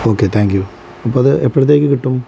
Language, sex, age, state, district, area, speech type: Malayalam, male, 30-45, Kerala, Alappuzha, rural, spontaneous